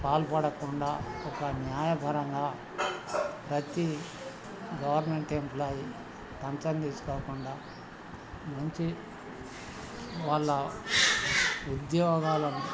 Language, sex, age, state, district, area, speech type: Telugu, male, 60+, Telangana, Hanamkonda, rural, spontaneous